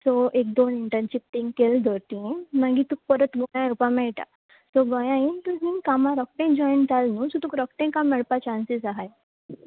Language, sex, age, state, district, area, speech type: Goan Konkani, female, 18-30, Goa, Quepem, rural, conversation